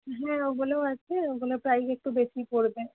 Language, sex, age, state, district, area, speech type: Bengali, female, 18-30, West Bengal, Uttar Dinajpur, rural, conversation